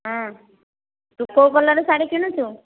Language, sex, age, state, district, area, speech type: Odia, female, 60+, Odisha, Dhenkanal, rural, conversation